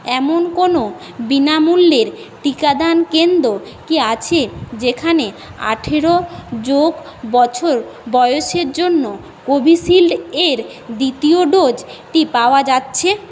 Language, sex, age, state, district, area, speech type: Bengali, female, 45-60, West Bengal, Paschim Medinipur, rural, read